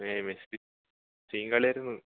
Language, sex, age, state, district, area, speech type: Malayalam, male, 18-30, Kerala, Thrissur, rural, conversation